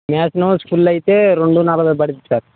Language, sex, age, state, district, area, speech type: Telugu, male, 18-30, Telangana, Khammam, rural, conversation